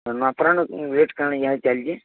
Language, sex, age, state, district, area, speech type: Odia, male, 45-60, Odisha, Nuapada, urban, conversation